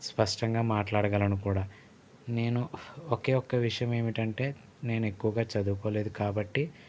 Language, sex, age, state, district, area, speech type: Telugu, male, 30-45, Andhra Pradesh, Konaseema, rural, spontaneous